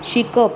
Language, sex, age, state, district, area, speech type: Goan Konkani, female, 30-45, Goa, Bardez, rural, read